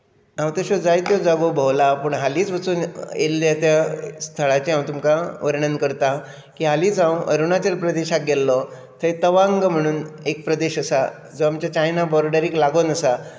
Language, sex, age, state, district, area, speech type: Goan Konkani, male, 60+, Goa, Bardez, urban, spontaneous